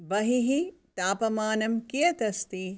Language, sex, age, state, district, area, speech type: Sanskrit, female, 60+, Karnataka, Bangalore Urban, urban, read